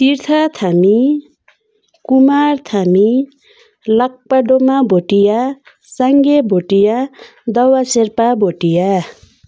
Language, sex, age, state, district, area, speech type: Nepali, female, 45-60, West Bengal, Darjeeling, rural, spontaneous